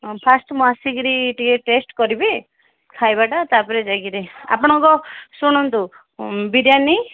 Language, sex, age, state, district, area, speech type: Odia, female, 30-45, Odisha, Koraput, urban, conversation